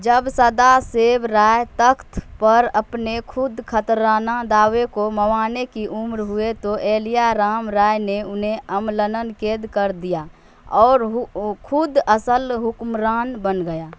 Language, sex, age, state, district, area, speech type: Urdu, female, 45-60, Bihar, Supaul, rural, read